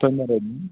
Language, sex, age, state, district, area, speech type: Kannada, male, 18-30, Karnataka, Chikkaballapur, rural, conversation